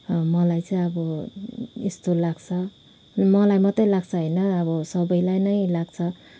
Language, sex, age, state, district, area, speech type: Nepali, female, 30-45, West Bengal, Kalimpong, rural, spontaneous